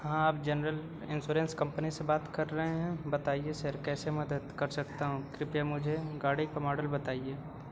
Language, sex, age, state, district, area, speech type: Hindi, male, 30-45, Uttar Pradesh, Azamgarh, rural, read